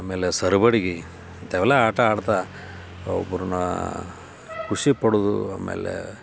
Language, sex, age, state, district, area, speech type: Kannada, male, 45-60, Karnataka, Dharwad, rural, spontaneous